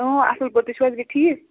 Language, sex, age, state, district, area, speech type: Kashmiri, female, 18-30, Jammu and Kashmir, Pulwama, rural, conversation